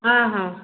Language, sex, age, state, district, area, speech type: Odia, female, 45-60, Odisha, Gajapati, rural, conversation